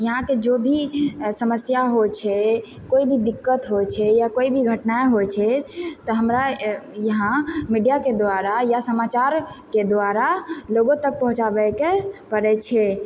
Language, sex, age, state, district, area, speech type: Maithili, female, 18-30, Bihar, Purnia, rural, spontaneous